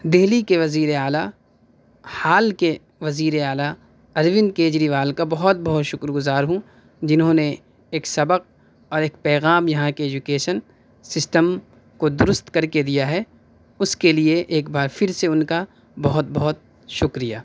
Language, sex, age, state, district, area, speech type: Urdu, male, 18-30, Delhi, South Delhi, urban, spontaneous